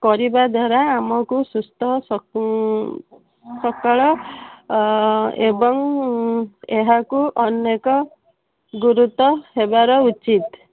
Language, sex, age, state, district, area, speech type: Odia, female, 45-60, Odisha, Sundergarh, rural, conversation